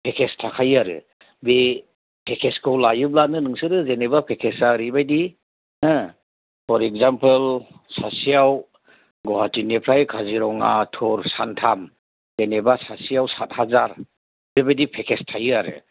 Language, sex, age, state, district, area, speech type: Bodo, male, 45-60, Assam, Chirang, rural, conversation